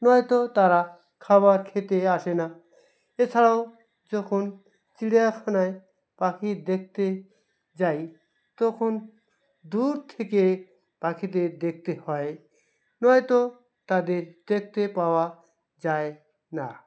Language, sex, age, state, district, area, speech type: Bengali, male, 45-60, West Bengal, Dakshin Dinajpur, urban, spontaneous